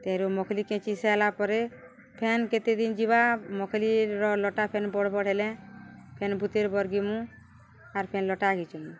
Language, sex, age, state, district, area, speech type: Odia, female, 60+, Odisha, Balangir, urban, spontaneous